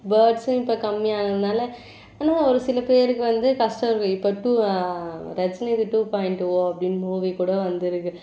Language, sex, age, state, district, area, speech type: Tamil, female, 18-30, Tamil Nadu, Ranipet, urban, spontaneous